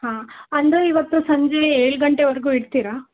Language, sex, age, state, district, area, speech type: Kannada, female, 18-30, Karnataka, Tumkur, urban, conversation